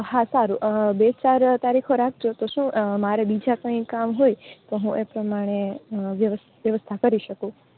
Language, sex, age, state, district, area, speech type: Gujarati, female, 18-30, Gujarat, Rajkot, urban, conversation